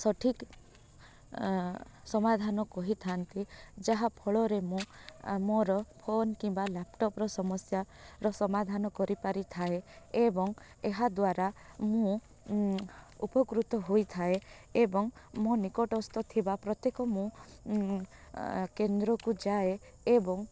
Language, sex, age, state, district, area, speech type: Odia, female, 18-30, Odisha, Koraput, urban, spontaneous